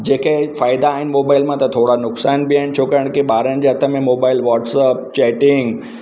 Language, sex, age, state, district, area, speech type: Sindhi, male, 45-60, Maharashtra, Mumbai Suburban, urban, spontaneous